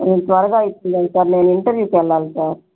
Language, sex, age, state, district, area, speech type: Telugu, female, 45-60, Andhra Pradesh, Bapatla, urban, conversation